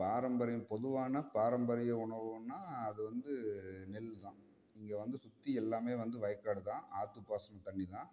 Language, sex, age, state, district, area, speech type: Tamil, male, 30-45, Tamil Nadu, Namakkal, rural, spontaneous